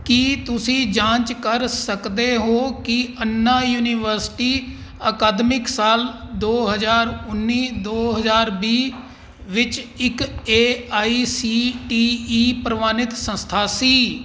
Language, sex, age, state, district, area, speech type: Punjabi, male, 45-60, Punjab, Kapurthala, urban, read